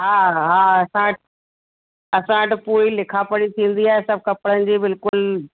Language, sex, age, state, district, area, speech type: Sindhi, female, 45-60, Uttar Pradesh, Lucknow, rural, conversation